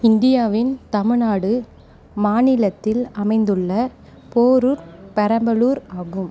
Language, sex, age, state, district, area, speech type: Tamil, female, 45-60, Tamil Nadu, Sivaganga, rural, read